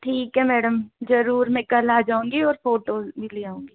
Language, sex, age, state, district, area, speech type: Hindi, female, 18-30, Rajasthan, Jaipur, urban, conversation